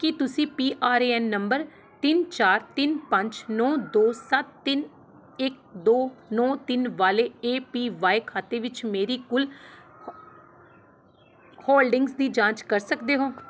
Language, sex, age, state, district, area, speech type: Punjabi, female, 30-45, Punjab, Pathankot, urban, read